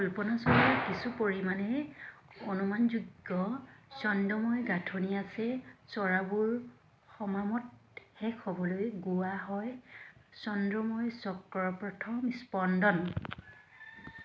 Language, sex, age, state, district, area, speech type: Assamese, female, 30-45, Assam, Dhemaji, rural, read